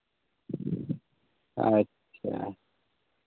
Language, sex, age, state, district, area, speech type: Santali, male, 30-45, Jharkhand, Pakur, rural, conversation